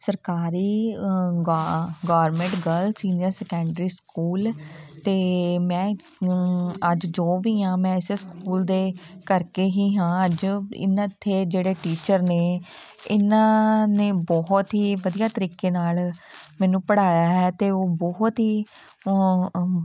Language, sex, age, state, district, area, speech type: Punjabi, female, 30-45, Punjab, Patiala, rural, spontaneous